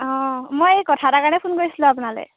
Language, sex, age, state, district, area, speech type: Assamese, female, 18-30, Assam, Jorhat, urban, conversation